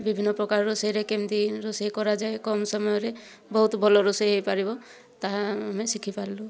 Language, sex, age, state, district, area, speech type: Odia, female, 60+, Odisha, Kandhamal, rural, spontaneous